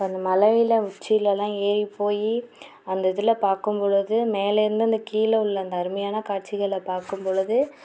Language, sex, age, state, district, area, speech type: Tamil, female, 45-60, Tamil Nadu, Mayiladuthurai, rural, spontaneous